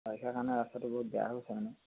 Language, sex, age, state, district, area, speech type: Assamese, male, 30-45, Assam, Jorhat, urban, conversation